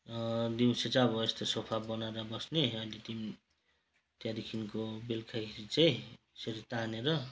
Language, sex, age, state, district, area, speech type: Nepali, male, 45-60, West Bengal, Kalimpong, rural, spontaneous